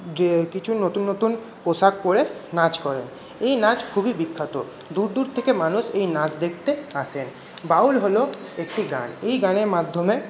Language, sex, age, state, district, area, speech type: Bengali, male, 30-45, West Bengal, Paschim Bardhaman, urban, spontaneous